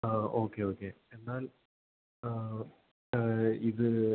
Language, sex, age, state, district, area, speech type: Malayalam, male, 18-30, Kerala, Idukki, rural, conversation